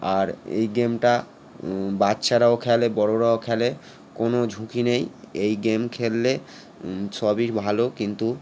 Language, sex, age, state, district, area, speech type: Bengali, male, 18-30, West Bengal, Howrah, urban, spontaneous